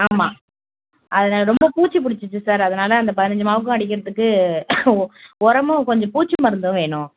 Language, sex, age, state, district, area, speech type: Tamil, female, 18-30, Tamil Nadu, Nagapattinam, rural, conversation